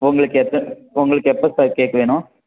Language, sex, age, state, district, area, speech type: Tamil, male, 18-30, Tamil Nadu, Thanjavur, rural, conversation